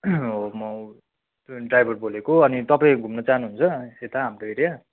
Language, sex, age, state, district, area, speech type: Nepali, male, 30-45, West Bengal, Kalimpong, rural, conversation